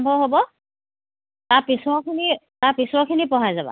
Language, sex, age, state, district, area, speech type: Assamese, female, 45-60, Assam, Sivasagar, urban, conversation